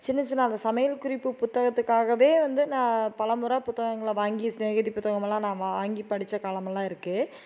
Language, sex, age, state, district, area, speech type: Tamil, female, 30-45, Tamil Nadu, Tiruppur, urban, spontaneous